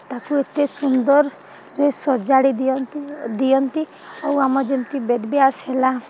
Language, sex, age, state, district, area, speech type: Odia, female, 45-60, Odisha, Sundergarh, rural, spontaneous